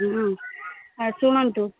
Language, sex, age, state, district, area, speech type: Odia, female, 45-60, Odisha, Angul, rural, conversation